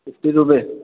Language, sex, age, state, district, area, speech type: Hindi, male, 18-30, Rajasthan, Jodhpur, urban, conversation